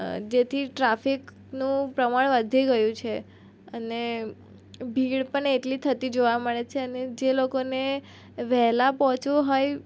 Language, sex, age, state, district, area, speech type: Gujarati, female, 18-30, Gujarat, Surat, rural, spontaneous